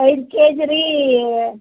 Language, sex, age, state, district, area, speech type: Kannada, female, 30-45, Karnataka, Gadag, rural, conversation